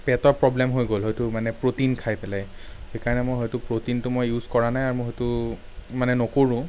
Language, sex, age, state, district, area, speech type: Assamese, male, 30-45, Assam, Sonitpur, urban, spontaneous